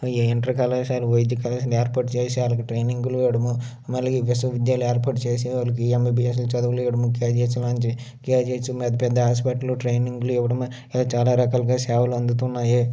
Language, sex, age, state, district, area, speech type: Telugu, male, 45-60, Andhra Pradesh, Srikakulam, urban, spontaneous